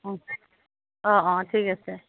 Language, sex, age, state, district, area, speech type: Assamese, female, 45-60, Assam, Udalguri, rural, conversation